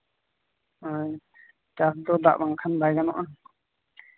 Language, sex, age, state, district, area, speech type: Santali, male, 18-30, Jharkhand, East Singhbhum, rural, conversation